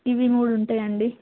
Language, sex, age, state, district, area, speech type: Telugu, female, 18-30, Telangana, Jayashankar, urban, conversation